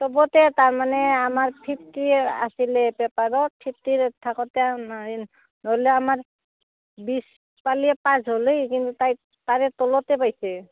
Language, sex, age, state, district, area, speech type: Assamese, female, 45-60, Assam, Barpeta, rural, conversation